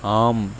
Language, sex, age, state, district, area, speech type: Tamil, male, 30-45, Tamil Nadu, Dharmapuri, rural, read